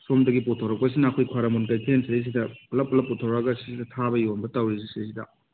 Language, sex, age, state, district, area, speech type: Manipuri, male, 30-45, Manipur, Kangpokpi, urban, conversation